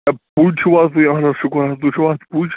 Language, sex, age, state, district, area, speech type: Kashmiri, male, 45-60, Jammu and Kashmir, Bandipora, rural, conversation